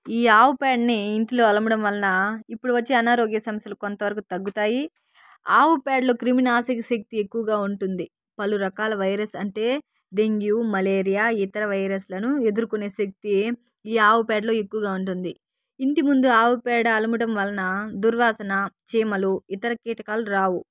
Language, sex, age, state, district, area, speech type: Telugu, female, 18-30, Andhra Pradesh, Sri Balaji, rural, spontaneous